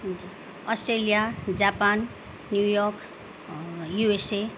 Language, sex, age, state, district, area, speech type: Nepali, female, 30-45, West Bengal, Jalpaiguri, urban, spontaneous